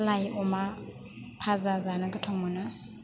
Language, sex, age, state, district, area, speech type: Bodo, female, 18-30, Assam, Chirang, rural, spontaneous